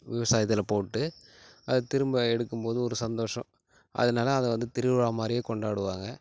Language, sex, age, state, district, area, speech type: Tamil, male, 30-45, Tamil Nadu, Tiruchirappalli, rural, spontaneous